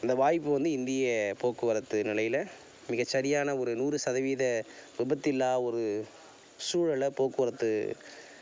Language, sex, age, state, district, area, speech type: Tamil, male, 30-45, Tamil Nadu, Tiruvarur, rural, spontaneous